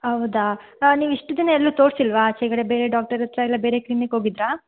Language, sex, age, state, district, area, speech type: Kannada, female, 30-45, Karnataka, Bangalore Urban, rural, conversation